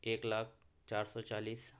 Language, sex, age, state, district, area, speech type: Urdu, male, 45-60, Telangana, Hyderabad, urban, spontaneous